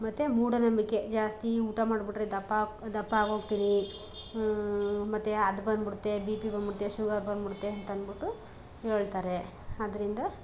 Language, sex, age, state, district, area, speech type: Kannada, female, 30-45, Karnataka, Chamarajanagar, rural, spontaneous